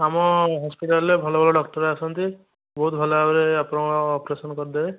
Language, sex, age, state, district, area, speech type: Odia, male, 18-30, Odisha, Kendujhar, urban, conversation